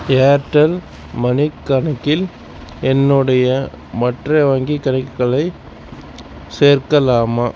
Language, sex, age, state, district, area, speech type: Tamil, male, 45-60, Tamil Nadu, Sivaganga, rural, read